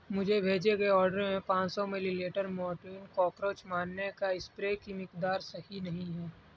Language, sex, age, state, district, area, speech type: Urdu, male, 18-30, Delhi, East Delhi, urban, read